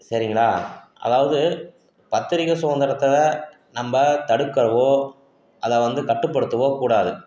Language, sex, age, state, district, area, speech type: Tamil, male, 30-45, Tamil Nadu, Salem, urban, spontaneous